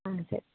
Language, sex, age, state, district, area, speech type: Kannada, female, 18-30, Karnataka, Dakshina Kannada, rural, conversation